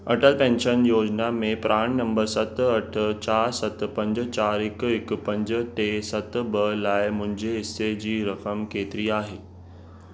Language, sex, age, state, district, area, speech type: Sindhi, male, 18-30, Maharashtra, Mumbai Suburban, urban, read